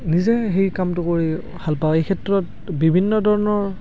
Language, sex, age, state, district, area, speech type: Assamese, male, 18-30, Assam, Barpeta, rural, spontaneous